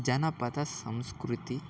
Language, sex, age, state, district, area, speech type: Telugu, male, 18-30, Andhra Pradesh, Annamaya, rural, spontaneous